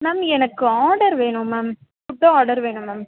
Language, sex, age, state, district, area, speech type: Tamil, female, 30-45, Tamil Nadu, Viluppuram, urban, conversation